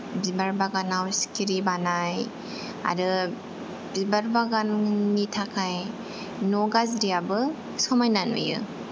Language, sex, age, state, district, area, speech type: Bodo, female, 18-30, Assam, Kokrajhar, rural, spontaneous